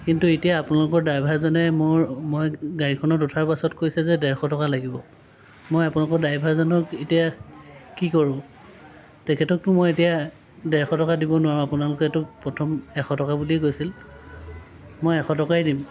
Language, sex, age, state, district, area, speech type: Assamese, male, 45-60, Assam, Lakhimpur, rural, spontaneous